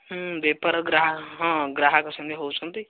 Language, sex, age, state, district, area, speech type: Odia, male, 18-30, Odisha, Jagatsinghpur, rural, conversation